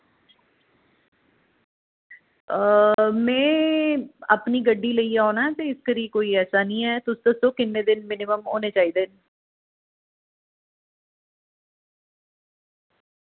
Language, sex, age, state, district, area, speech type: Dogri, female, 30-45, Jammu and Kashmir, Jammu, urban, conversation